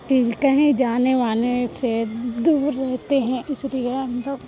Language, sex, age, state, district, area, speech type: Urdu, female, 18-30, Bihar, Supaul, rural, spontaneous